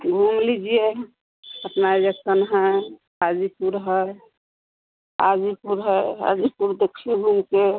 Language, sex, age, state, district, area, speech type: Hindi, female, 45-60, Bihar, Vaishali, rural, conversation